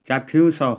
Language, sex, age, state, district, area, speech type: Odia, male, 60+, Odisha, Kendujhar, urban, read